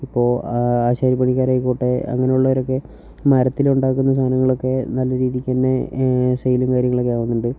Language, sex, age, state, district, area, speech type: Malayalam, male, 18-30, Kerala, Wayanad, rural, spontaneous